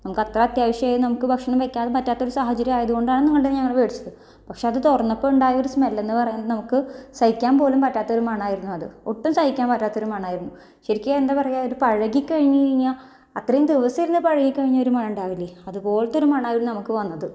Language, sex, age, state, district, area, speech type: Malayalam, female, 30-45, Kerala, Thrissur, urban, spontaneous